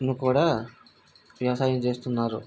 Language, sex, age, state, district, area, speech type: Telugu, male, 45-60, Andhra Pradesh, Vizianagaram, rural, spontaneous